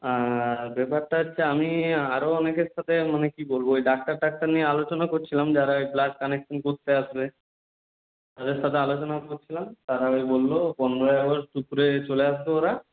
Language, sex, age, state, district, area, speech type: Bengali, male, 60+, West Bengal, Nadia, rural, conversation